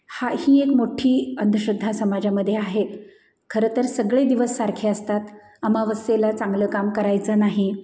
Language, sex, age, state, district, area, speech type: Marathi, female, 45-60, Maharashtra, Satara, urban, spontaneous